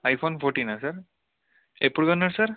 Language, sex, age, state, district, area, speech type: Telugu, male, 18-30, Telangana, Ranga Reddy, urban, conversation